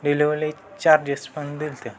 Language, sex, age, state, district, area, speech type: Marathi, male, 18-30, Maharashtra, Satara, urban, spontaneous